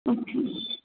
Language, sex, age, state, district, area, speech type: Hindi, female, 45-60, Rajasthan, Jodhpur, urban, conversation